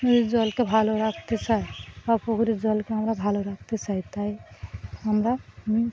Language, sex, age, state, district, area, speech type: Bengali, female, 45-60, West Bengal, Birbhum, urban, spontaneous